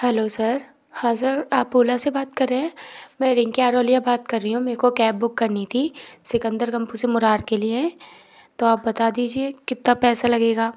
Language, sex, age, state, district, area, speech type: Hindi, female, 18-30, Madhya Pradesh, Gwalior, urban, spontaneous